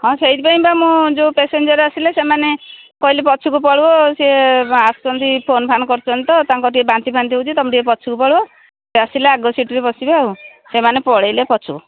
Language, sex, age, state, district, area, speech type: Odia, female, 60+, Odisha, Jharsuguda, rural, conversation